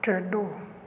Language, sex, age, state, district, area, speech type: Punjabi, male, 45-60, Punjab, Fatehgarh Sahib, urban, read